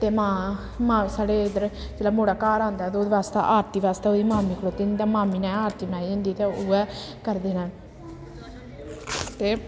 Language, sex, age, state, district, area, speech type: Dogri, female, 18-30, Jammu and Kashmir, Samba, rural, spontaneous